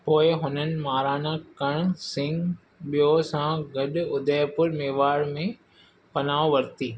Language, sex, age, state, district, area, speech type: Sindhi, male, 30-45, Maharashtra, Mumbai Suburban, urban, read